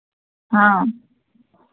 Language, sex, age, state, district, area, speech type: Dogri, female, 18-30, Jammu and Kashmir, Reasi, rural, conversation